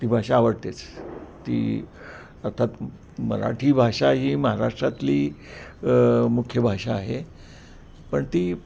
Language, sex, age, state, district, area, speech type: Marathi, male, 60+, Maharashtra, Kolhapur, urban, spontaneous